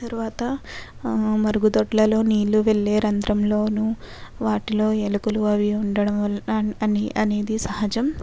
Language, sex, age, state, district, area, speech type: Telugu, female, 60+, Andhra Pradesh, Kakinada, rural, spontaneous